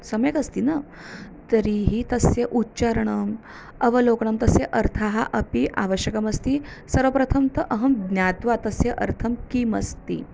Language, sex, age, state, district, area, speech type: Sanskrit, female, 30-45, Maharashtra, Nagpur, urban, spontaneous